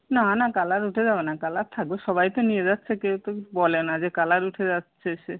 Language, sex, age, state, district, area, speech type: Bengali, female, 45-60, West Bengal, Hooghly, rural, conversation